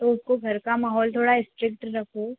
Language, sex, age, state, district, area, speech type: Hindi, female, 18-30, Madhya Pradesh, Harda, urban, conversation